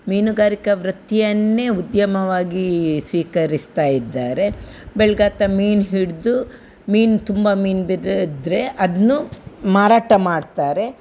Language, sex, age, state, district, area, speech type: Kannada, female, 60+, Karnataka, Udupi, rural, spontaneous